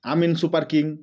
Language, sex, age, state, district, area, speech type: Bengali, male, 18-30, West Bengal, Murshidabad, urban, spontaneous